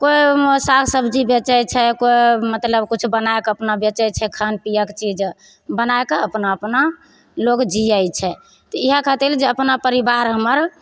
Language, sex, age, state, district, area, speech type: Maithili, female, 30-45, Bihar, Begusarai, rural, spontaneous